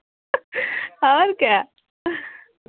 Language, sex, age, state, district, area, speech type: Hindi, female, 45-60, Uttar Pradesh, Hardoi, rural, conversation